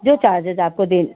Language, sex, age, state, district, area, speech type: Hindi, female, 60+, Uttar Pradesh, Hardoi, rural, conversation